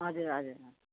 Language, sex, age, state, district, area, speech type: Nepali, female, 60+, West Bengal, Kalimpong, rural, conversation